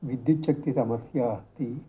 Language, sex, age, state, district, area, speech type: Sanskrit, male, 60+, Karnataka, Bangalore Urban, urban, spontaneous